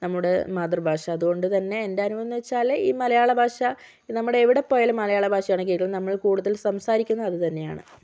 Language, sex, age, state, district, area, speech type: Malayalam, female, 18-30, Kerala, Kozhikode, urban, spontaneous